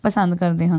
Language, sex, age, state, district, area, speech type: Punjabi, female, 18-30, Punjab, Amritsar, urban, spontaneous